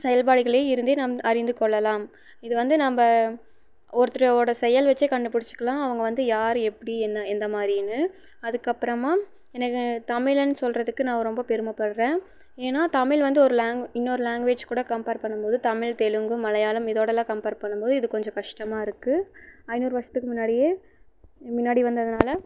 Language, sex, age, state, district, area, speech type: Tamil, female, 18-30, Tamil Nadu, Erode, rural, spontaneous